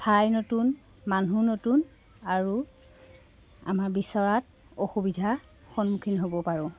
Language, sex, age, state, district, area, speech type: Assamese, female, 30-45, Assam, Jorhat, urban, spontaneous